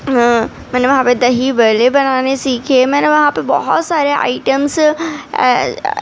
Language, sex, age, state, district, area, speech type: Urdu, female, 30-45, Delhi, Central Delhi, rural, spontaneous